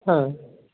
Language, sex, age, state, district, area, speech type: Bengali, male, 30-45, West Bengal, Purba Medinipur, rural, conversation